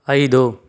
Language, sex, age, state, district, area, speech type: Kannada, male, 45-60, Karnataka, Chikkaballapur, rural, read